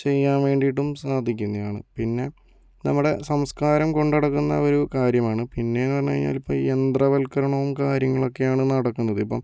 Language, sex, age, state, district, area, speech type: Malayalam, male, 18-30, Kerala, Kozhikode, urban, spontaneous